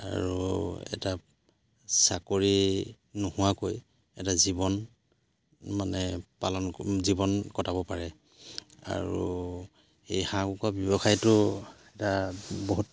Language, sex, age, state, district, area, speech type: Assamese, male, 30-45, Assam, Charaideo, rural, spontaneous